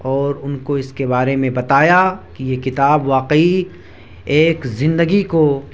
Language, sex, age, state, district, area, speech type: Urdu, male, 18-30, Delhi, South Delhi, rural, spontaneous